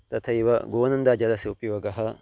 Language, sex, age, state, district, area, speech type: Sanskrit, male, 30-45, Karnataka, Uttara Kannada, rural, spontaneous